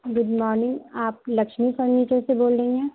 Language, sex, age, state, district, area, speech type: Urdu, female, 18-30, Uttar Pradesh, Gautam Buddha Nagar, urban, conversation